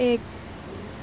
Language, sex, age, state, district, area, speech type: Assamese, female, 18-30, Assam, Kamrup Metropolitan, urban, read